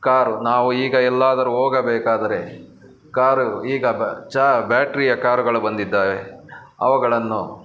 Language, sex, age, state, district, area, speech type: Kannada, male, 30-45, Karnataka, Bangalore Urban, urban, spontaneous